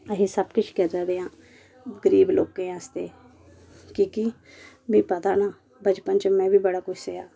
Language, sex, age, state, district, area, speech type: Dogri, female, 30-45, Jammu and Kashmir, Samba, rural, spontaneous